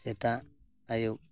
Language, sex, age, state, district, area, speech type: Santali, male, 30-45, West Bengal, Purulia, rural, spontaneous